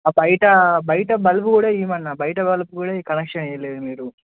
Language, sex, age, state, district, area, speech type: Telugu, male, 18-30, Telangana, Adilabad, urban, conversation